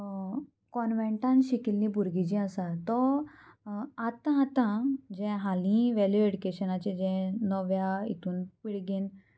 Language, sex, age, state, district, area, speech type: Goan Konkani, female, 18-30, Goa, Murmgao, rural, spontaneous